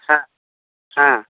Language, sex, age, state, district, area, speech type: Bengali, male, 45-60, West Bengal, Jhargram, rural, conversation